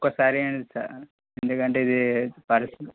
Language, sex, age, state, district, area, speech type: Telugu, male, 18-30, Telangana, Medchal, urban, conversation